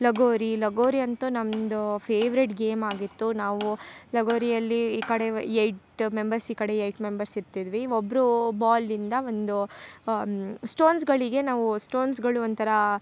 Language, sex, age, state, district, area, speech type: Kannada, female, 18-30, Karnataka, Chikkamagaluru, rural, spontaneous